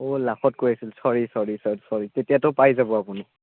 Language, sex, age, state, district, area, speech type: Assamese, male, 18-30, Assam, Udalguri, rural, conversation